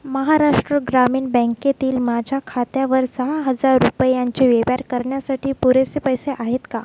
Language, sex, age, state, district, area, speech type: Marathi, female, 18-30, Maharashtra, Wardha, rural, read